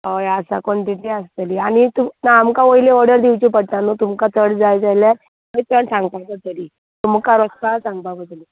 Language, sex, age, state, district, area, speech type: Goan Konkani, female, 18-30, Goa, Quepem, rural, conversation